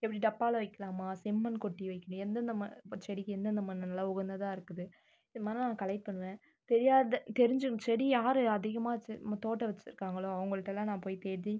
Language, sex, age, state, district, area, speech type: Tamil, female, 30-45, Tamil Nadu, Viluppuram, rural, spontaneous